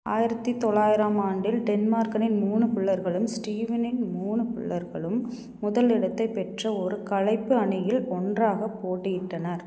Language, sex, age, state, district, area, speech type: Tamil, female, 30-45, Tamil Nadu, Tiruppur, rural, read